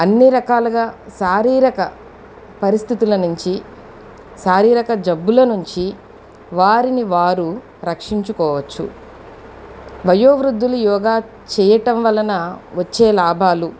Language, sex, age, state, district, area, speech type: Telugu, female, 45-60, Andhra Pradesh, Eluru, urban, spontaneous